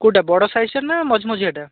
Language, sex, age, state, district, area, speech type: Odia, male, 45-60, Odisha, Bhadrak, rural, conversation